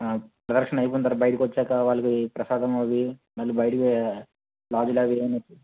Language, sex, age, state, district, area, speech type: Telugu, male, 45-60, Andhra Pradesh, Vizianagaram, rural, conversation